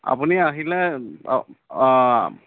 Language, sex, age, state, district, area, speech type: Assamese, male, 30-45, Assam, Charaideo, urban, conversation